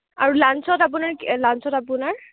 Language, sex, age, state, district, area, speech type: Assamese, female, 18-30, Assam, Kamrup Metropolitan, rural, conversation